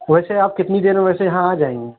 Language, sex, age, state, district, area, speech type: Urdu, male, 18-30, Uttar Pradesh, Lucknow, urban, conversation